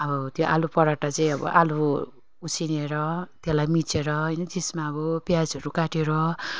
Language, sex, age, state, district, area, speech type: Nepali, female, 30-45, West Bengal, Darjeeling, rural, spontaneous